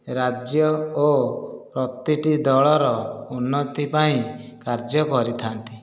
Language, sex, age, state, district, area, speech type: Odia, male, 30-45, Odisha, Khordha, rural, spontaneous